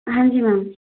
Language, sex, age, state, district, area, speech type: Hindi, female, 45-60, Madhya Pradesh, Balaghat, rural, conversation